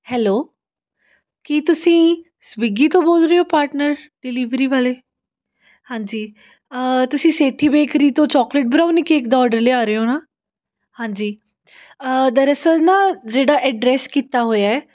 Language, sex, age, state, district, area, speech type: Punjabi, female, 18-30, Punjab, Fatehgarh Sahib, urban, spontaneous